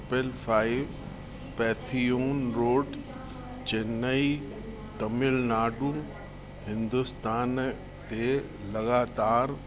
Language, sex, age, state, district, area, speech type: Sindhi, male, 60+, Uttar Pradesh, Lucknow, rural, read